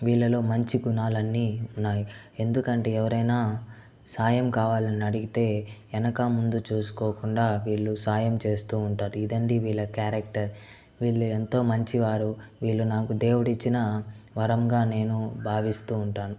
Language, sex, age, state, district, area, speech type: Telugu, male, 18-30, Andhra Pradesh, Chittoor, rural, spontaneous